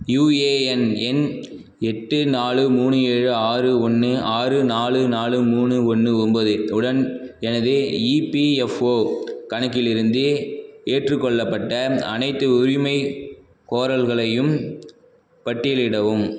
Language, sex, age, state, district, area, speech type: Tamil, male, 30-45, Tamil Nadu, Cuddalore, rural, read